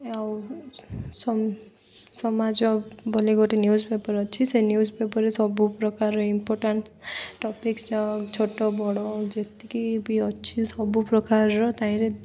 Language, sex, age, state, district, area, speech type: Odia, female, 18-30, Odisha, Koraput, urban, spontaneous